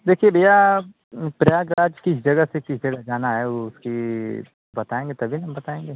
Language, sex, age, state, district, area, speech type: Hindi, male, 18-30, Uttar Pradesh, Azamgarh, rural, conversation